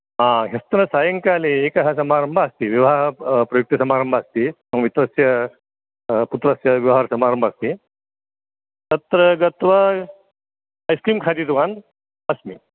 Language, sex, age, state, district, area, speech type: Sanskrit, male, 60+, Karnataka, Dharwad, rural, conversation